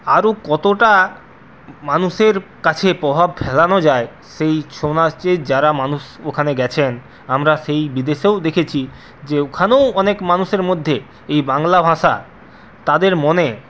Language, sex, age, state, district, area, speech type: Bengali, male, 45-60, West Bengal, Purulia, urban, spontaneous